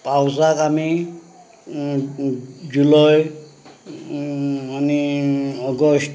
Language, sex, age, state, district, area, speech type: Goan Konkani, male, 45-60, Goa, Canacona, rural, spontaneous